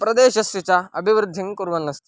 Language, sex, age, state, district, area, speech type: Sanskrit, male, 18-30, Karnataka, Mysore, urban, spontaneous